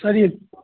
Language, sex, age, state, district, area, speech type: Kashmiri, female, 30-45, Jammu and Kashmir, Srinagar, urban, conversation